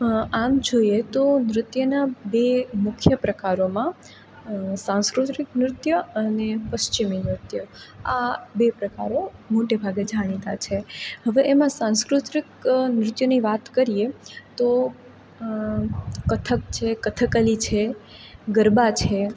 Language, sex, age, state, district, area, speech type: Gujarati, female, 18-30, Gujarat, Rajkot, urban, spontaneous